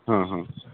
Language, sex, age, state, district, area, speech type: Bodo, male, 45-60, Assam, Udalguri, urban, conversation